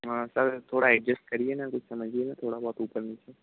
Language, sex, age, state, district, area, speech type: Hindi, male, 18-30, Madhya Pradesh, Harda, urban, conversation